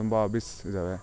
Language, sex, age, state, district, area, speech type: Kannada, male, 18-30, Karnataka, Chikkamagaluru, rural, spontaneous